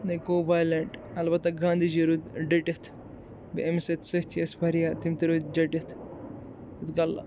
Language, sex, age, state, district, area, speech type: Kashmiri, male, 18-30, Jammu and Kashmir, Budgam, rural, spontaneous